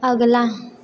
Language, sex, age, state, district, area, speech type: Hindi, female, 45-60, Uttar Pradesh, Sonbhadra, rural, read